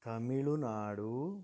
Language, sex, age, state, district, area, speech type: Kannada, male, 30-45, Karnataka, Shimoga, rural, spontaneous